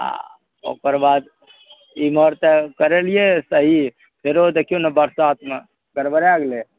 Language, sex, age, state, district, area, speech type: Maithili, male, 60+, Bihar, Araria, urban, conversation